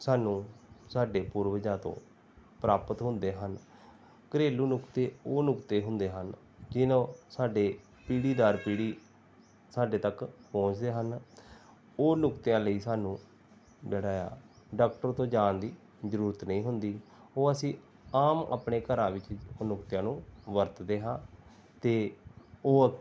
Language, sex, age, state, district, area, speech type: Punjabi, male, 30-45, Punjab, Pathankot, rural, spontaneous